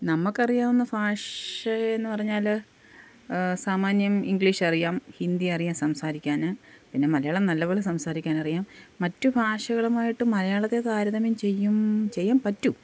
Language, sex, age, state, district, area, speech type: Malayalam, female, 45-60, Kerala, Pathanamthitta, rural, spontaneous